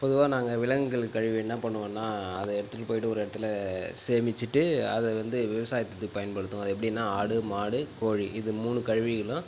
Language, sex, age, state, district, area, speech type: Tamil, male, 30-45, Tamil Nadu, Tiruchirappalli, rural, spontaneous